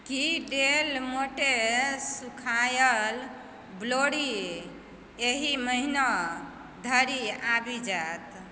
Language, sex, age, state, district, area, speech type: Maithili, female, 45-60, Bihar, Supaul, urban, read